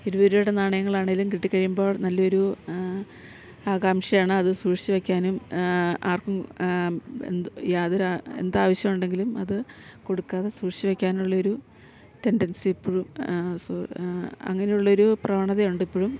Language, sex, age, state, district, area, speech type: Malayalam, female, 45-60, Kerala, Idukki, rural, spontaneous